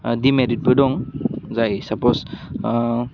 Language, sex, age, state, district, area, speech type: Bodo, male, 18-30, Assam, Udalguri, urban, spontaneous